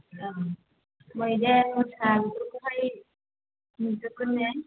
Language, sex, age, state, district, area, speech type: Bodo, female, 45-60, Assam, Chirang, rural, conversation